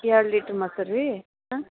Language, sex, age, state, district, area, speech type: Kannada, female, 45-60, Karnataka, Dharwad, urban, conversation